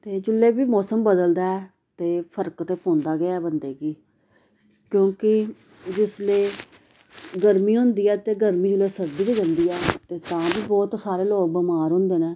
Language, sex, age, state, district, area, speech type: Dogri, female, 30-45, Jammu and Kashmir, Samba, urban, spontaneous